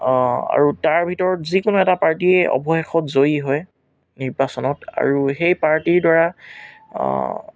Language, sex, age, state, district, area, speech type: Assamese, male, 18-30, Assam, Tinsukia, rural, spontaneous